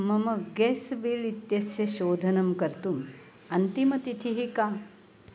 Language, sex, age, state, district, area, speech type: Sanskrit, female, 60+, Maharashtra, Nagpur, urban, read